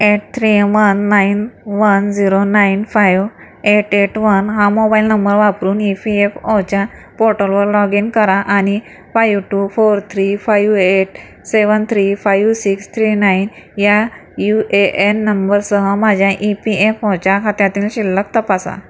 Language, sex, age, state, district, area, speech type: Marathi, female, 45-60, Maharashtra, Akola, urban, read